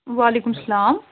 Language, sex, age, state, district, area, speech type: Kashmiri, female, 30-45, Jammu and Kashmir, Srinagar, urban, conversation